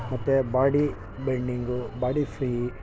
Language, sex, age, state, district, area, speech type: Kannada, male, 18-30, Karnataka, Mandya, urban, spontaneous